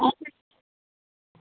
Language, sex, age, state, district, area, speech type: Dogri, female, 45-60, Jammu and Kashmir, Samba, rural, conversation